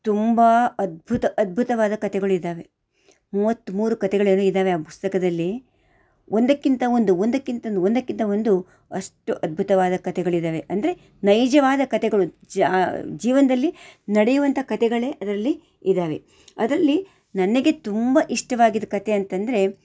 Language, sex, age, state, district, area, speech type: Kannada, female, 45-60, Karnataka, Shimoga, rural, spontaneous